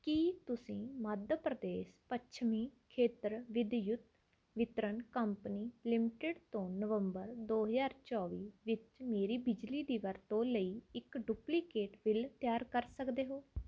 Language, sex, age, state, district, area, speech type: Punjabi, female, 30-45, Punjab, Barnala, rural, read